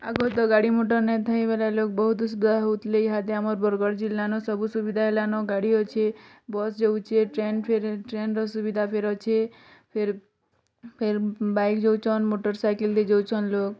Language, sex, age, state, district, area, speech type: Odia, female, 18-30, Odisha, Bargarh, rural, spontaneous